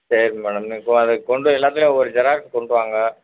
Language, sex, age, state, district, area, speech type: Tamil, male, 30-45, Tamil Nadu, Madurai, urban, conversation